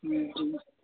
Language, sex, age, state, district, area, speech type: Maithili, male, 18-30, Bihar, Saharsa, rural, conversation